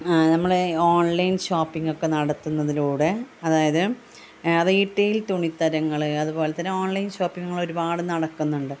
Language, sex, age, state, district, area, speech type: Malayalam, female, 30-45, Kerala, Malappuram, rural, spontaneous